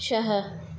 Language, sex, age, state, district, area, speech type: Sindhi, female, 30-45, Madhya Pradesh, Katni, urban, read